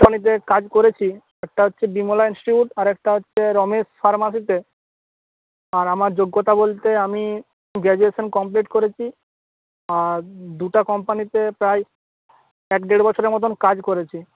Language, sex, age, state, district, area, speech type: Bengali, male, 60+, West Bengal, Purba Medinipur, rural, conversation